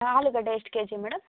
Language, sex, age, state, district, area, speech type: Kannada, female, 18-30, Karnataka, Chitradurga, rural, conversation